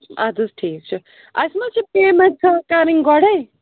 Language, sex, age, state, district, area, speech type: Kashmiri, female, 45-60, Jammu and Kashmir, Srinagar, urban, conversation